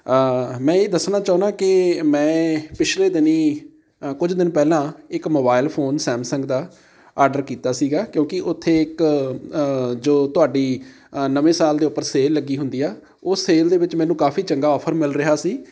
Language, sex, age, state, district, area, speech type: Punjabi, male, 30-45, Punjab, Amritsar, rural, spontaneous